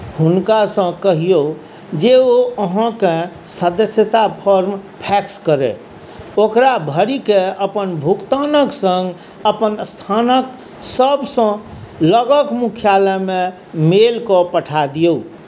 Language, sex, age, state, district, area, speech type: Maithili, male, 45-60, Bihar, Saharsa, urban, read